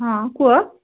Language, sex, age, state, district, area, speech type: Odia, female, 60+, Odisha, Gajapati, rural, conversation